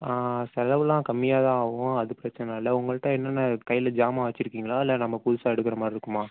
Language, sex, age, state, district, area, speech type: Tamil, male, 30-45, Tamil Nadu, Tiruvarur, rural, conversation